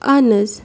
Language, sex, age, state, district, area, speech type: Kashmiri, female, 30-45, Jammu and Kashmir, Bandipora, rural, spontaneous